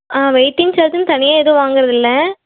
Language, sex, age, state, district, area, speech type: Tamil, female, 18-30, Tamil Nadu, Erode, rural, conversation